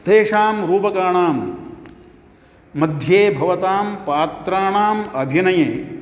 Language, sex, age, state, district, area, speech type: Sanskrit, male, 60+, Karnataka, Uttara Kannada, rural, spontaneous